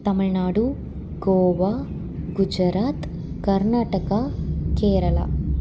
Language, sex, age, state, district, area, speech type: Tamil, female, 18-30, Tamil Nadu, Tiruppur, rural, spontaneous